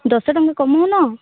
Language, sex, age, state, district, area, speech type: Odia, female, 18-30, Odisha, Rayagada, rural, conversation